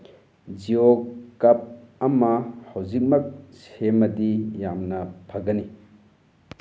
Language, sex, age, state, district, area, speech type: Manipuri, male, 45-60, Manipur, Churachandpur, urban, read